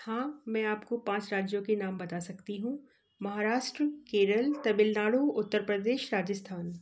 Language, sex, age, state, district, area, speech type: Hindi, female, 45-60, Madhya Pradesh, Gwalior, urban, spontaneous